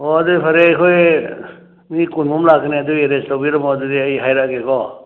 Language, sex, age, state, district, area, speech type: Manipuri, male, 60+, Manipur, Churachandpur, urban, conversation